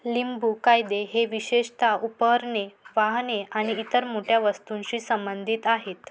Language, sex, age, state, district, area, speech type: Marathi, female, 30-45, Maharashtra, Wardha, urban, read